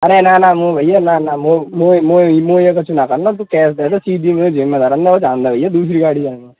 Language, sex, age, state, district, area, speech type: Hindi, male, 18-30, Rajasthan, Bharatpur, urban, conversation